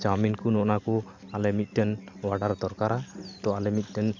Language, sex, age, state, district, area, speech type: Santali, male, 18-30, West Bengal, Uttar Dinajpur, rural, spontaneous